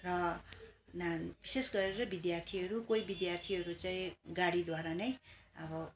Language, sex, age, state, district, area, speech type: Nepali, female, 45-60, West Bengal, Darjeeling, rural, spontaneous